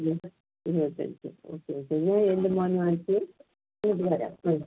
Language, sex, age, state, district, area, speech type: Malayalam, female, 45-60, Kerala, Thiruvananthapuram, rural, conversation